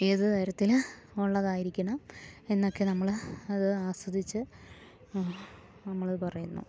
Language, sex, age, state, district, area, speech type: Malayalam, female, 30-45, Kerala, Idukki, rural, spontaneous